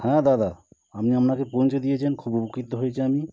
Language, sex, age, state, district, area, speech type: Bengali, male, 30-45, West Bengal, Howrah, urban, spontaneous